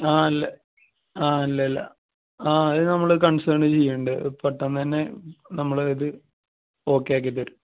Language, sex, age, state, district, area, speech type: Malayalam, male, 30-45, Kerala, Malappuram, rural, conversation